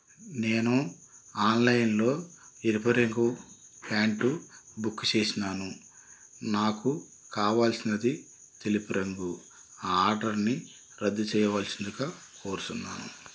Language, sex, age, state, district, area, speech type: Telugu, male, 45-60, Andhra Pradesh, Krishna, rural, spontaneous